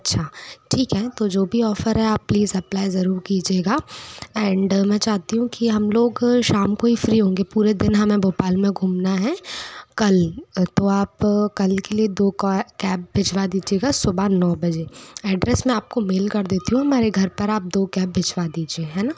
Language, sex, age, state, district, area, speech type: Hindi, female, 30-45, Madhya Pradesh, Bhopal, urban, spontaneous